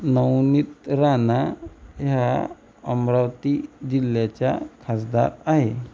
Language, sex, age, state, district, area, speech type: Marathi, male, 60+, Maharashtra, Amravati, rural, spontaneous